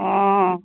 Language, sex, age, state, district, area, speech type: Assamese, female, 45-60, Assam, Goalpara, rural, conversation